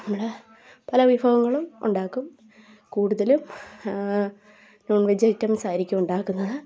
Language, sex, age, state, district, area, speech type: Malayalam, female, 18-30, Kerala, Idukki, rural, spontaneous